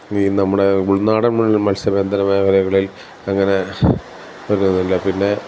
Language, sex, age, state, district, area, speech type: Malayalam, male, 45-60, Kerala, Alappuzha, rural, spontaneous